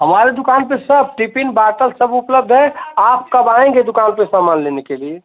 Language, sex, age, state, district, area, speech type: Hindi, male, 45-60, Uttar Pradesh, Azamgarh, rural, conversation